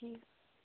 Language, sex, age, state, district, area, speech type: Kashmiri, female, 18-30, Jammu and Kashmir, Ganderbal, urban, conversation